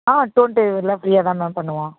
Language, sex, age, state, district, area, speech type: Tamil, female, 18-30, Tamil Nadu, Sivaganga, rural, conversation